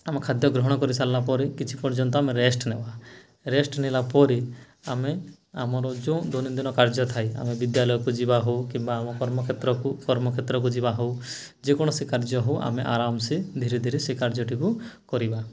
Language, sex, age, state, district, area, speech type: Odia, male, 18-30, Odisha, Nuapada, urban, spontaneous